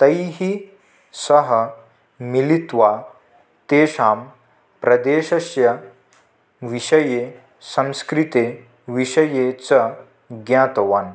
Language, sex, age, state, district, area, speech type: Sanskrit, male, 18-30, Manipur, Kangpokpi, rural, spontaneous